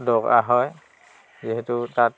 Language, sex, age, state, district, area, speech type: Assamese, male, 60+, Assam, Dhemaji, rural, spontaneous